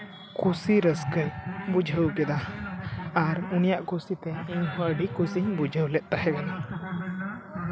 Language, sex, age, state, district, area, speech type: Santali, male, 18-30, West Bengal, Purba Bardhaman, rural, spontaneous